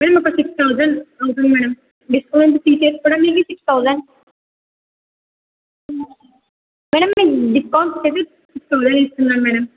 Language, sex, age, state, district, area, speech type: Telugu, female, 18-30, Andhra Pradesh, Anantapur, urban, conversation